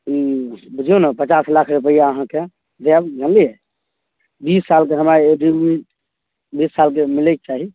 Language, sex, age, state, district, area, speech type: Maithili, male, 18-30, Bihar, Samastipur, rural, conversation